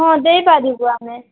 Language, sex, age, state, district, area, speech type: Odia, female, 45-60, Odisha, Nabarangpur, rural, conversation